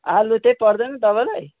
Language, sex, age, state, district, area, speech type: Nepali, male, 30-45, West Bengal, Kalimpong, rural, conversation